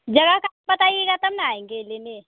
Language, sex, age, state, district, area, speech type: Hindi, female, 18-30, Bihar, Samastipur, urban, conversation